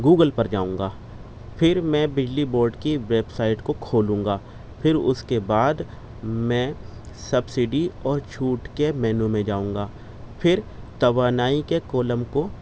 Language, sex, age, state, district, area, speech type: Urdu, male, 30-45, Delhi, East Delhi, urban, spontaneous